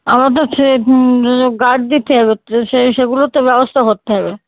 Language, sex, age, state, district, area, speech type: Bengali, female, 30-45, West Bengal, Uttar Dinajpur, urban, conversation